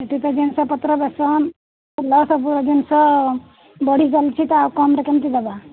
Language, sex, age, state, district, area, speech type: Odia, female, 45-60, Odisha, Sundergarh, rural, conversation